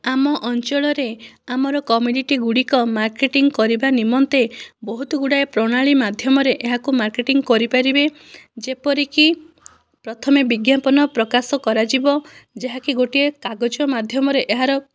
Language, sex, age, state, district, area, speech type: Odia, female, 60+, Odisha, Kandhamal, rural, spontaneous